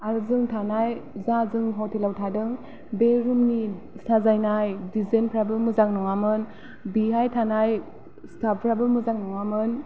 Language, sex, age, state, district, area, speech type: Bodo, female, 18-30, Assam, Kokrajhar, rural, spontaneous